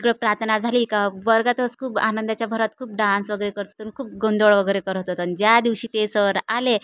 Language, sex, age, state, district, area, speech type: Marathi, female, 30-45, Maharashtra, Nagpur, rural, spontaneous